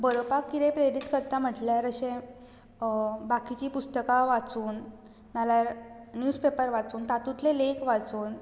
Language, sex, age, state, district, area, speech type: Goan Konkani, female, 18-30, Goa, Bardez, rural, spontaneous